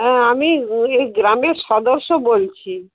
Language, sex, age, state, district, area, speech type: Bengali, female, 60+, West Bengal, Purba Medinipur, rural, conversation